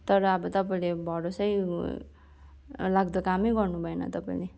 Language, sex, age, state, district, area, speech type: Nepali, female, 18-30, West Bengal, Darjeeling, rural, spontaneous